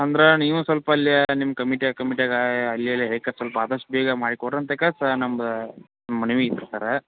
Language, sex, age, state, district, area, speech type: Kannada, male, 30-45, Karnataka, Belgaum, rural, conversation